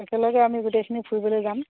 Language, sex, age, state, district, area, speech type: Assamese, female, 45-60, Assam, Sivasagar, rural, conversation